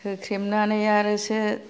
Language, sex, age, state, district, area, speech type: Bodo, female, 60+, Assam, Kokrajhar, rural, spontaneous